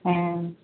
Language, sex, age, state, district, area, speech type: Santali, female, 45-60, West Bengal, Birbhum, rural, conversation